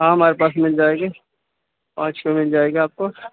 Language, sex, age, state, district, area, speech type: Urdu, male, 30-45, Uttar Pradesh, Muzaffarnagar, urban, conversation